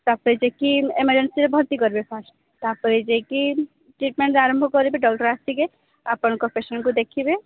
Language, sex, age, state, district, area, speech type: Odia, female, 30-45, Odisha, Sambalpur, rural, conversation